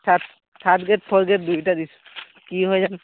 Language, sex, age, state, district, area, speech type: Assamese, male, 18-30, Assam, Dibrugarh, urban, conversation